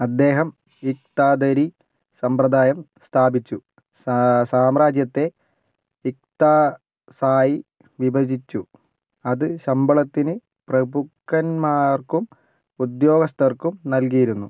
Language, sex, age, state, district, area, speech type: Malayalam, male, 45-60, Kerala, Kozhikode, urban, read